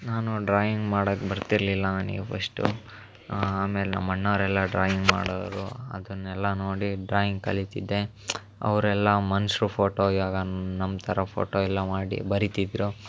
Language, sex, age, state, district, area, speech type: Kannada, male, 18-30, Karnataka, Chitradurga, rural, spontaneous